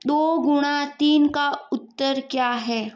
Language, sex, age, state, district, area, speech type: Hindi, female, 45-60, Rajasthan, Jodhpur, urban, read